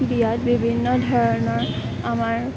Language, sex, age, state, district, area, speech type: Assamese, female, 18-30, Assam, Kamrup Metropolitan, urban, spontaneous